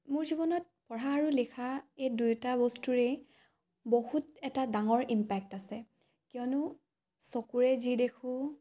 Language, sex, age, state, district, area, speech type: Assamese, female, 18-30, Assam, Dibrugarh, rural, spontaneous